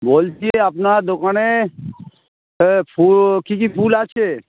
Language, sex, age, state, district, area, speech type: Bengali, male, 45-60, West Bengal, Hooghly, rural, conversation